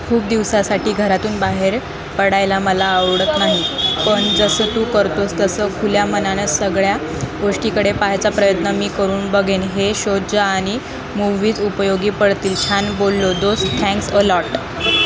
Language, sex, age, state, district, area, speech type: Marathi, female, 18-30, Maharashtra, Jalna, urban, read